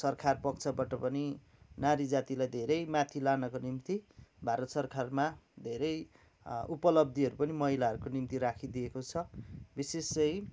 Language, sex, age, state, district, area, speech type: Nepali, male, 30-45, West Bengal, Kalimpong, rural, spontaneous